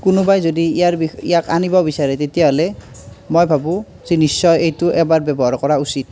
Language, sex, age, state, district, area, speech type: Assamese, male, 18-30, Assam, Nalbari, rural, spontaneous